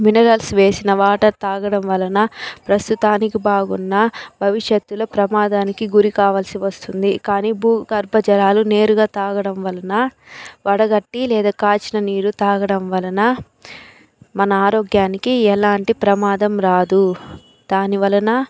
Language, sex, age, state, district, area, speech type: Telugu, female, 18-30, Andhra Pradesh, Chittoor, urban, spontaneous